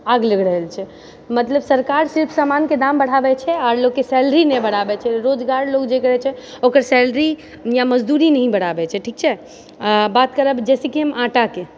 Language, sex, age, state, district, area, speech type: Maithili, female, 30-45, Bihar, Purnia, rural, spontaneous